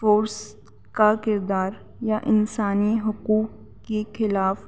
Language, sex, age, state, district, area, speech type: Urdu, female, 18-30, Delhi, North East Delhi, urban, spontaneous